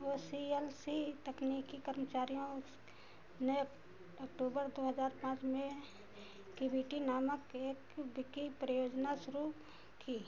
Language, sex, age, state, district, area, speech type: Hindi, female, 60+, Uttar Pradesh, Ayodhya, urban, read